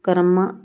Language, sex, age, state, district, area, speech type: Punjabi, female, 30-45, Punjab, Muktsar, urban, read